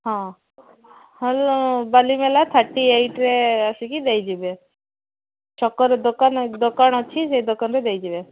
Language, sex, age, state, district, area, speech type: Odia, female, 30-45, Odisha, Malkangiri, urban, conversation